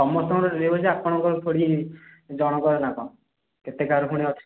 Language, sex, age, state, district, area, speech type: Odia, male, 18-30, Odisha, Khordha, rural, conversation